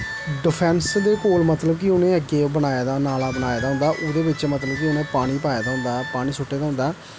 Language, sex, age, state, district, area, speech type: Dogri, male, 30-45, Jammu and Kashmir, Jammu, rural, spontaneous